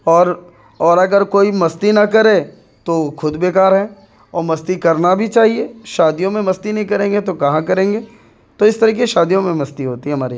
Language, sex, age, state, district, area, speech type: Urdu, male, 18-30, Bihar, Purnia, rural, spontaneous